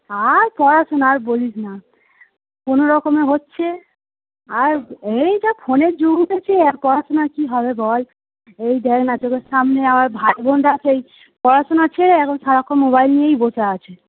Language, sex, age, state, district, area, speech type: Bengali, female, 18-30, West Bengal, Howrah, urban, conversation